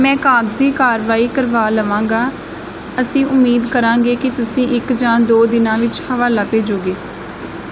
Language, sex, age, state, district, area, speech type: Punjabi, female, 18-30, Punjab, Gurdaspur, rural, read